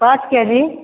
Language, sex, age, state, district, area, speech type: Hindi, female, 45-60, Bihar, Begusarai, rural, conversation